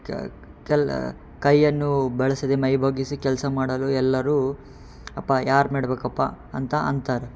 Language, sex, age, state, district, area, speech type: Kannada, male, 18-30, Karnataka, Yadgir, urban, spontaneous